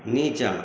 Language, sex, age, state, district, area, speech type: Maithili, male, 45-60, Bihar, Madhubani, urban, read